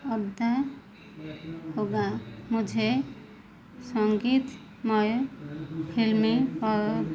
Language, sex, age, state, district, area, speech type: Hindi, female, 45-60, Madhya Pradesh, Chhindwara, rural, read